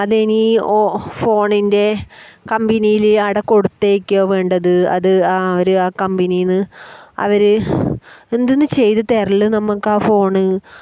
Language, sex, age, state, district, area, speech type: Malayalam, female, 30-45, Kerala, Kasaragod, rural, spontaneous